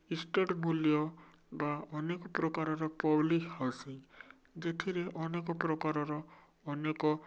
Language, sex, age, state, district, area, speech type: Odia, male, 18-30, Odisha, Bhadrak, rural, spontaneous